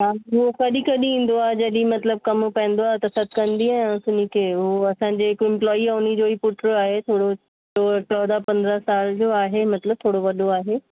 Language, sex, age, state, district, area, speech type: Sindhi, female, 30-45, Uttar Pradesh, Lucknow, urban, conversation